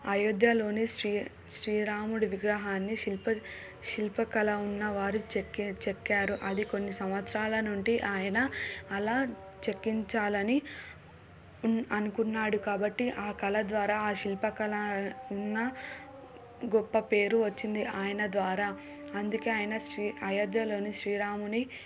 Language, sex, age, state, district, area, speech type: Telugu, female, 18-30, Telangana, Suryapet, urban, spontaneous